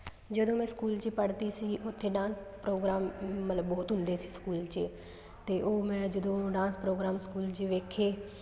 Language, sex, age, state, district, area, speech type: Punjabi, female, 18-30, Punjab, Fazilka, rural, spontaneous